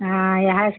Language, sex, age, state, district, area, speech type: Hindi, female, 60+, Uttar Pradesh, Sitapur, rural, conversation